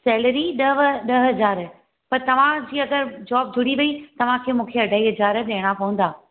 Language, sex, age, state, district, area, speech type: Sindhi, female, 30-45, Gujarat, Surat, urban, conversation